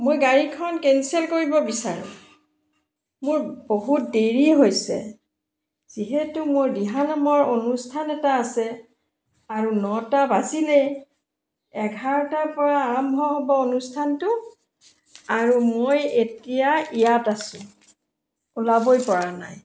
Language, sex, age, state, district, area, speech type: Assamese, female, 60+, Assam, Dibrugarh, urban, spontaneous